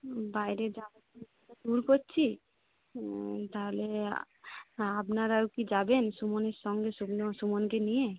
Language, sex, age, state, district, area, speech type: Bengali, female, 30-45, West Bengal, Jhargram, rural, conversation